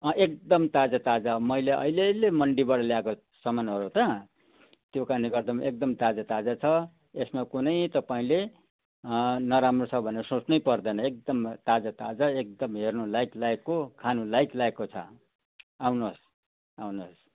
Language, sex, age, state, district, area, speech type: Nepali, male, 60+, West Bengal, Jalpaiguri, urban, conversation